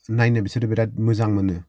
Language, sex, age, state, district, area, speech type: Bodo, male, 30-45, Assam, Kokrajhar, rural, spontaneous